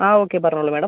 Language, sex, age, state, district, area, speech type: Malayalam, male, 60+, Kerala, Kozhikode, urban, conversation